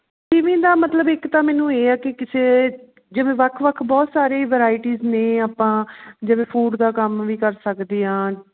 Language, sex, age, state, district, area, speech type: Punjabi, female, 30-45, Punjab, Patiala, urban, conversation